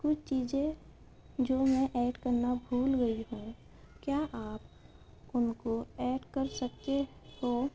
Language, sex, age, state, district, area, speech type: Urdu, female, 18-30, Uttar Pradesh, Ghaziabad, rural, spontaneous